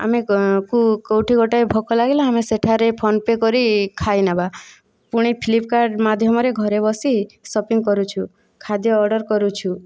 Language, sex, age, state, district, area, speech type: Odia, female, 18-30, Odisha, Boudh, rural, spontaneous